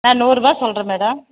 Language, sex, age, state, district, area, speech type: Tamil, female, 45-60, Tamil Nadu, Tiruvannamalai, urban, conversation